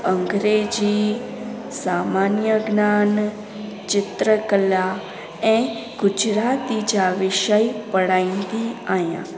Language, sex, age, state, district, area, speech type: Sindhi, female, 18-30, Gujarat, Junagadh, rural, spontaneous